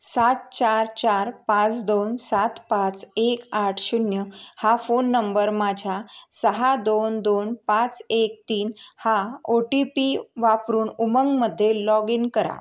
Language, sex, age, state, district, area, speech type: Marathi, female, 30-45, Maharashtra, Amravati, urban, read